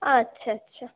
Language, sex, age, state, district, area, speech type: Bengali, female, 18-30, West Bengal, Birbhum, urban, conversation